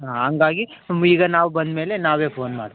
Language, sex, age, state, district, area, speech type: Kannada, male, 18-30, Karnataka, Chitradurga, rural, conversation